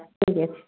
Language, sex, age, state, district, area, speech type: Odia, female, 45-60, Odisha, Puri, urban, conversation